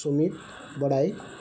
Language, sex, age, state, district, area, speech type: Odia, male, 18-30, Odisha, Sundergarh, urban, spontaneous